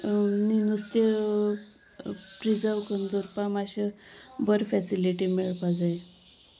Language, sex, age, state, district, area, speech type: Goan Konkani, female, 30-45, Goa, Sanguem, rural, spontaneous